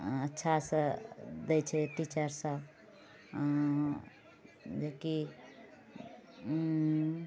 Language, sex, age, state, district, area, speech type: Maithili, female, 45-60, Bihar, Purnia, rural, spontaneous